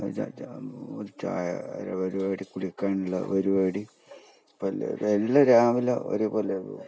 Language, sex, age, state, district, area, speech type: Malayalam, male, 60+, Kerala, Kasaragod, rural, spontaneous